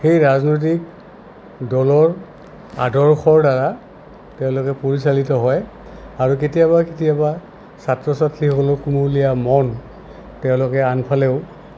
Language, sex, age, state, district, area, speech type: Assamese, male, 60+, Assam, Goalpara, urban, spontaneous